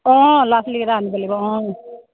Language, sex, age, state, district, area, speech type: Assamese, female, 30-45, Assam, Dhemaji, rural, conversation